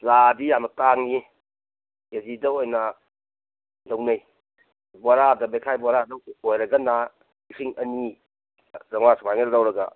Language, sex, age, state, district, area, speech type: Manipuri, male, 60+, Manipur, Kangpokpi, urban, conversation